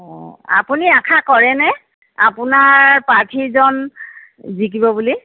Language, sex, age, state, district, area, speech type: Assamese, female, 60+, Assam, Golaghat, urban, conversation